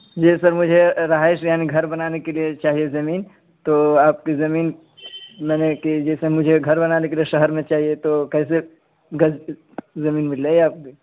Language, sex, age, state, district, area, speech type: Urdu, male, 18-30, Uttar Pradesh, Saharanpur, urban, conversation